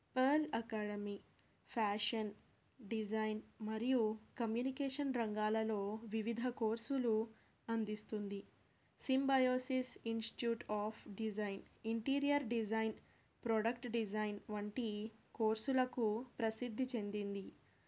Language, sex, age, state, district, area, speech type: Telugu, female, 30-45, Andhra Pradesh, Krishna, urban, spontaneous